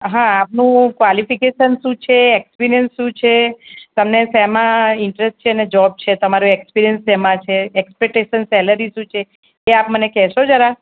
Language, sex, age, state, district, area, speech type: Gujarati, female, 45-60, Gujarat, Ahmedabad, urban, conversation